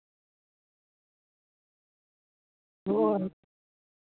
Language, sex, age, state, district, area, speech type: Santali, male, 45-60, Jharkhand, East Singhbhum, rural, conversation